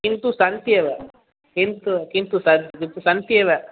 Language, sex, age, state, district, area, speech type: Sanskrit, male, 18-30, Tamil Nadu, Chennai, urban, conversation